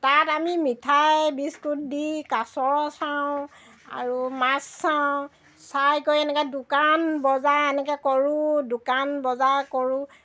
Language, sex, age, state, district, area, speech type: Assamese, female, 60+, Assam, Golaghat, urban, spontaneous